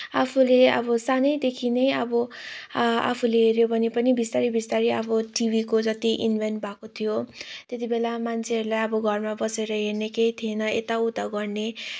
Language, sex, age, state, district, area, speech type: Nepali, female, 18-30, West Bengal, Kalimpong, rural, spontaneous